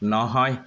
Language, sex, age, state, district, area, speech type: Assamese, male, 45-60, Assam, Kamrup Metropolitan, urban, read